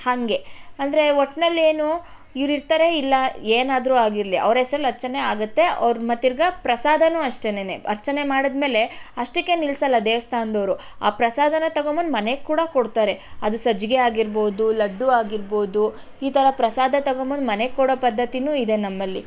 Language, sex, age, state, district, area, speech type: Kannada, female, 18-30, Karnataka, Tumkur, urban, spontaneous